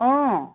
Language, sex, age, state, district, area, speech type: Assamese, female, 30-45, Assam, Jorhat, urban, conversation